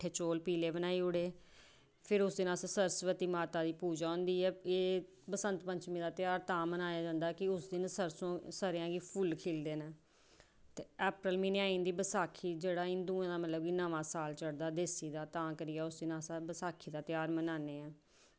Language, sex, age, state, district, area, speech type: Dogri, female, 30-45, Jammu and Kashmir, Samba, rural, spontaneous